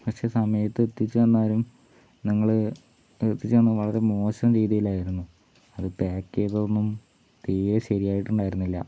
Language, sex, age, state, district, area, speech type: Malayalam, male, 45-60, Kerala, Palakkad, urban, spontaneous